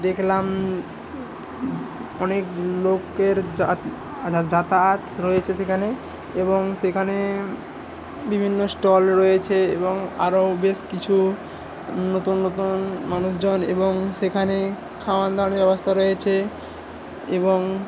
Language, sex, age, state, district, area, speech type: Bengali, male, 18-30, West Bengal, Paschim Medinipur, rural, spontaneous